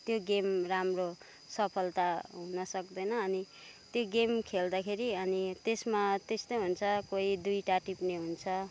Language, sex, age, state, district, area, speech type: Nepali, female, 30-45, West Bengal, Kalimpong, rural, spontaneous